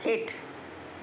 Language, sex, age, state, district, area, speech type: Sindhi, female, 60+, Maharashtra, Mumbai Suburban, urban, read